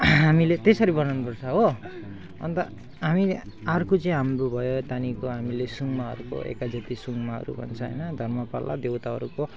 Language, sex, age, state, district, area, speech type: Nepali, male, 18-30, West Bengal, Alipurduar, urban, spontaneous